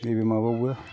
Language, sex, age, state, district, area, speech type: Bodo, male, 45-60, Assam, Kokrajhar, rural, spontaneous